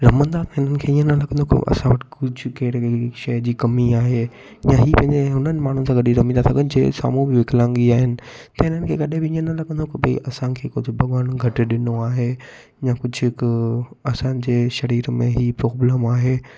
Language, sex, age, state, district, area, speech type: Sindhi, male, 18-30, Gujarat, Kutch, rural, spontaneous